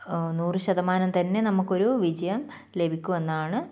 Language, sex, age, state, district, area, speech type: Malayalam, female, 30-45, Kerala, Kannur, rural, spontaneous